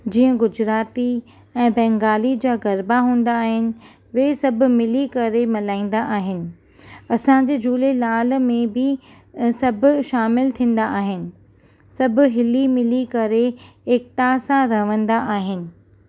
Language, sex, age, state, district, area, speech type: Sindhi, female, 30-45, Maharashtra, Mumbai Suburban, urban, spontaneous